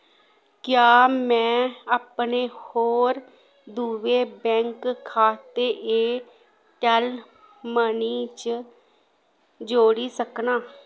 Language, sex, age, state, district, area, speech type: Dogri, female, 30-45, Jammu and Kashmir, Samba, urban, read